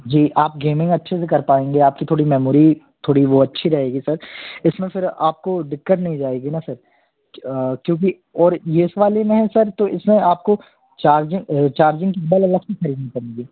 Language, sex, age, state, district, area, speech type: Hindi, male, 18-30, Madhya Pradesh, Jabalpur, urban, conversation